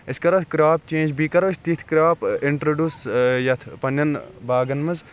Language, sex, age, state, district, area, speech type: Kashmiri, male, 30-45, Jammu and Kashmir, Kulgam, rural, spontaneous